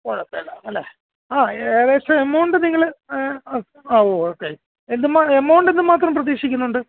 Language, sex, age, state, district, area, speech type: Malayalam, male, 30-45, Kerala, Alappuzha, rural, conversation